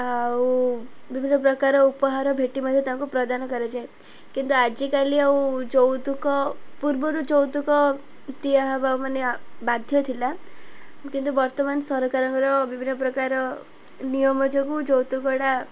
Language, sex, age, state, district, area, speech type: Odia, female, 18-30, Odisha, Ganjam, urban, spontaneous